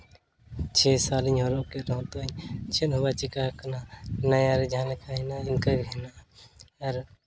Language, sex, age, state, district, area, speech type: Santali, male, 30-45, Jharkhand, Seraikela Kharsawan, rural, spontaneous